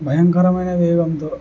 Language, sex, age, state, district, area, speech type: Telugu, male, 18-30, Andhra Pradesh, Kurnool, urban, spontaneous